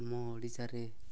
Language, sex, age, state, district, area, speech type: Odia, male, 18-30, Odisha, Nabarangpur, urban, spontaneous